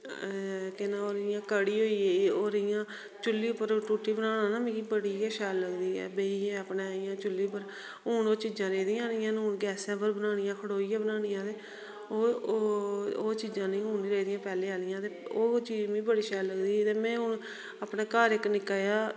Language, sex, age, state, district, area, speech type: Dogri, female, 30-45, Jammu and Kashmir, Reasi, rural, spontaneous